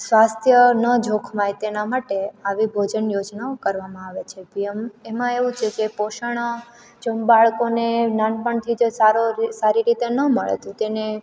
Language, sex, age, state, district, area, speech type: Gujarati, female, 18-30, Gujarat, Amreli, rural, spontaneous